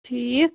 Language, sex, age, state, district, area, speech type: Kashmiri, female, 18-30, Jammu and Kashmir, Kulgam, rural, conversation